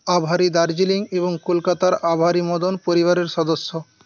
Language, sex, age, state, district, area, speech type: Bengali, male, 30-45, West Bengal, Paschim Medinipur, rural, read